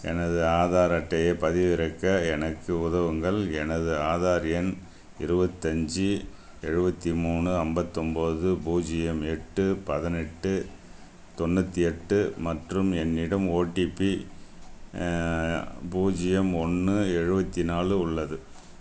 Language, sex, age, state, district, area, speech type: Tamil, male, 60+, Tamil Nadu, Viluppuram, rural, read